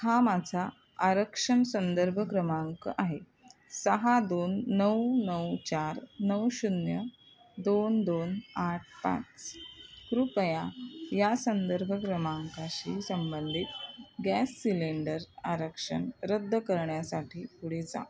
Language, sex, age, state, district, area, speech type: Marathi, female, 45-60, Maharashtra, Thane, rural, read